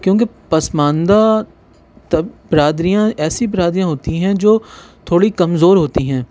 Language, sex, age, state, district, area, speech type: Urdu, male, 30-45, Delhi, Central Delhi, urban, spontaneous